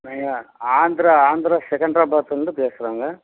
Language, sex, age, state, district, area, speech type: Tamil, male, 60+, Tamil Nadu, Dharmapuri, rural, conversation